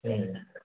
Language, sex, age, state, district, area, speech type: Manipuri, male, 30-45, Manipur, Imphal West, rural, conversation